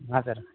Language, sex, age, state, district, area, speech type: Kannada, male, 30-45, Karnataka, Vijayapura, rural, conversation